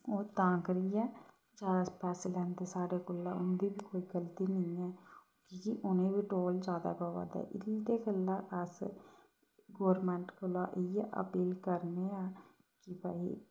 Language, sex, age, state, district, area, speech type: Dogri, female, 30-45, Jammu and Kashmir, Reasi, rural, spontaneous